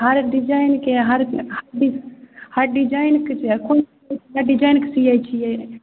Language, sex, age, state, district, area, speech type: Maithili, female, 18-30, Bihar, Begusarai, rural, conversation